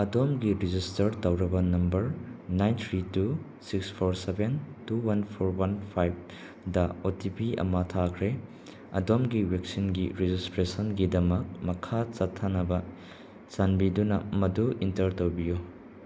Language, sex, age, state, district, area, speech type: Manipuri, male, 18-30, Manipur, Chandel, rural, read